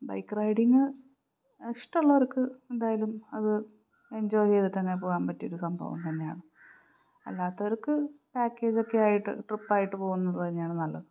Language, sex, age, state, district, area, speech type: Malayalam, female, 30-45, Kerala, Palakkad, rural, spontaneous